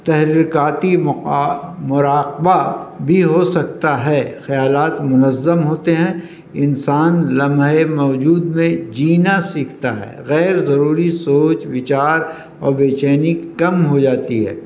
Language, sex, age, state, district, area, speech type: Urdu, male, 60+, Delhi, North East Delhi, urban, spontaneous